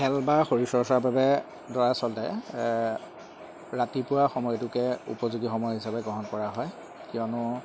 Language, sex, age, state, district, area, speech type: Assamese, male, 30-45, Assam, Jorhat, rural, spontaneous